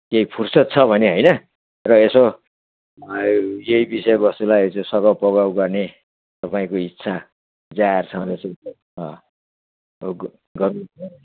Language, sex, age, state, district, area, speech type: Nepali, male, 60+, West Bengal, Darjeeling, rural, conversation